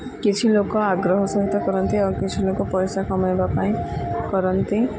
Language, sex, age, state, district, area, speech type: Odia, female, 18-30, Odisha, Sundergarh, urban, spontaneous